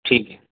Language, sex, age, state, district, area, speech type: Urdu, male, 30-45, Delhi, North East Delhi, urban, conversation